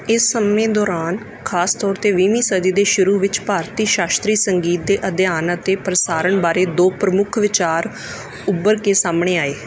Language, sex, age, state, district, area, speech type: Punjabi, female, 30-45, Punjab, Mansa, urban, read